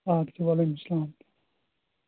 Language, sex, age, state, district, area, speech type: Kashmiri, male, 18-30, Jammu and Kashmir, Bandipora, rural, conversation